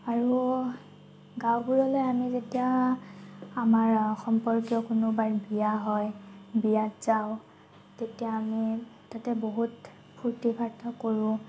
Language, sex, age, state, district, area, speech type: Assamese, female, 30-45, Assam, Morigaon, rural, spontaneous